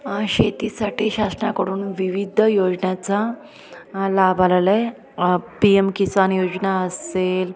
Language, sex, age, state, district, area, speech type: Marathi, female, 30-45, Maharashtra, Ahmednagar, urban, spontaneous